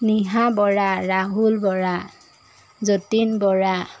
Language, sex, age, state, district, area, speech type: Assamese, female, 45-60, Assam, Jorhat, urban, spontaneous